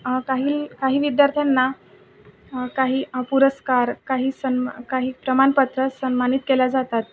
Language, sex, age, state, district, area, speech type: Marathi, male, 18-30, Maharashtra, Buldhana, urban, spontaneous